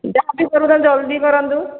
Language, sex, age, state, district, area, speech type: Odia, female, 45-60, Odisha, Sambalpur, rural, conversation